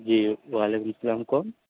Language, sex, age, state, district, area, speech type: Urdu, male, 30-45, Bihar, Supaul, urban, conversation